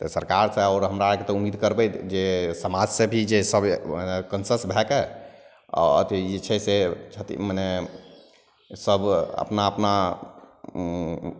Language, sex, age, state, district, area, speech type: Maithili, male, 45-60, Bihar, Madhepura, urban, spontaneous